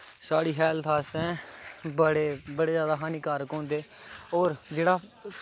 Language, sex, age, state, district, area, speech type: Dogri, male, 18-30, Jammu and Kashmir, Kathua, rural, spontaneous